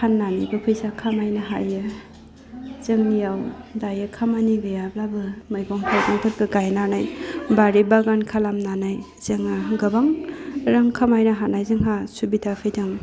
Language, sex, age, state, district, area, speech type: Bodo, female, 30-45, Assam, Udalguri, urban, spontaneous